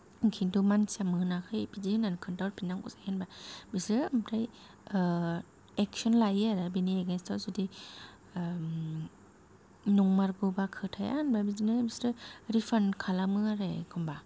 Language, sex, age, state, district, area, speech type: Bodo, female, 18-30, Assam, Kokrajhar, rural, spontaneous